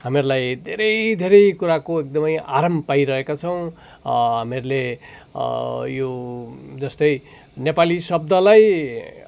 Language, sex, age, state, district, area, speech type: Nepali, male, 45-60, West Bengal, Darjeeling, rural, spontaneous